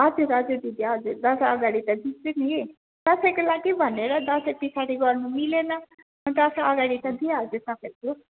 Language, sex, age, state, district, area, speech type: Nepali, female, 45-60, West Bengal, Darjeeling, rural, conversation